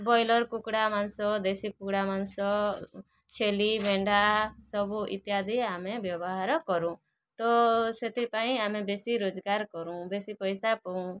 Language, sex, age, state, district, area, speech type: Odia, female, 30-45, Odisha, Kalahandi, rural, spontaneous